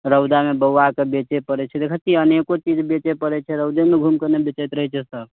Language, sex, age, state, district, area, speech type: Maithili, male, 18-30, Bihar, Muzaffarpur, rural, conversation